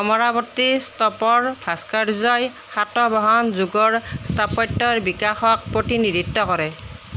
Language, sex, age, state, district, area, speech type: Assamese, female, 30-45, Assam, Nalbari, rural, read